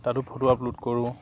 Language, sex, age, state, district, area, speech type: Assamese, male, 18-30, Assam, Lakhimpur, rural, spontaneous